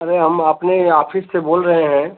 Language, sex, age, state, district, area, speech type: Hindi, male, 45-60, Uttar Pradesh, Azamgarh, rural, conversation